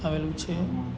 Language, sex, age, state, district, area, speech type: Gujarati, male, 45-60, Gujarat, Narmada, rural, spontaneous